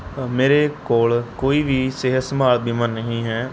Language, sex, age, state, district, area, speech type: Punjabi, male, 18-30, Punjab, Mohali, rural, spontaneous